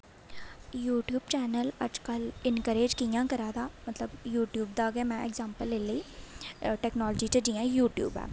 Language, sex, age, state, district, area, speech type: Dogri, female, 18-30, Jammu and Kashmir, Jammu, rural, spontaneous